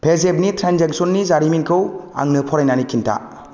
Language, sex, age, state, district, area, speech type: Bodo, male, 18-30, Assam, Kokrajhar, rural, read